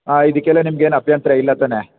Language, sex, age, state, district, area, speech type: Kannada, male, 45-60, Karnataka, Chamarajanagar, rural, conversation